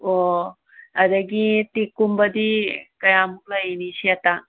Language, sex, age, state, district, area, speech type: Manipuri, female, 60+, Manipur, Thoubal, rural, conversation